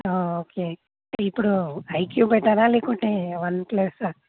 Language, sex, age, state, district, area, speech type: Telugu, male, 18-30, Telangana, Nalgonda, urban, conversation